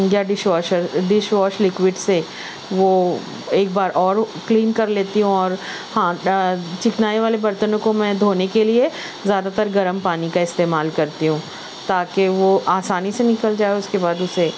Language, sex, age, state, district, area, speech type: Urdu, female, 60+, Maharashtra, Nashik, urban, spontaneous